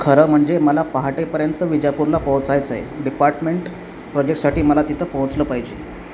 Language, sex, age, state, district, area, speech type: Marathi, male, 30-45, Maharashtra, Osmanabad, rural, read